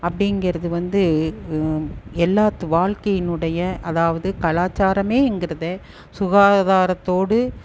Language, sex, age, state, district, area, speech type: Tamil, female, 60+, Tamil Nadu, Erode, urban, spontaneous